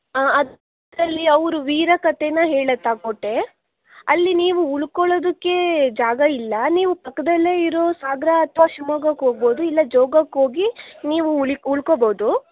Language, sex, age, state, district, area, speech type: Kannada, female, 18-30, Karnataka, Shimoga, urban, conversation